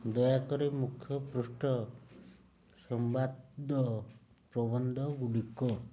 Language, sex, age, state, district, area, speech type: Odia, male, 30-45, Odisha, Mayurbhanj, rural, read